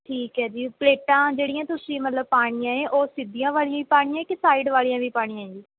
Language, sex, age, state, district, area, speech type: Punjabi, female, 18-30, Punjab, Mohali, rural, conversation